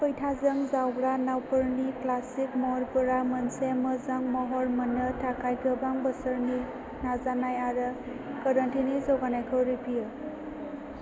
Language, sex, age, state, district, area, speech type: Bodo, female, 18-30, Assam, Chirang, rural, read